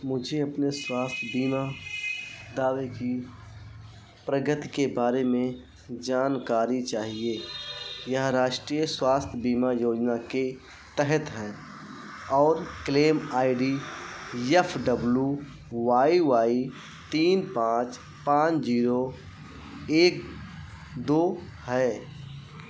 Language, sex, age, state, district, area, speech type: Hindi, male, 45-60, Uttar Pradesh, Ayodhya, rural, read